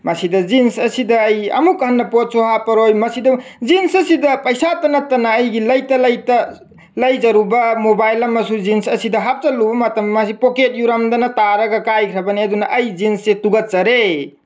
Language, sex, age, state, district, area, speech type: Manipuri, male, 18-30, Manipur, Tengnoupal, rural, spontaneous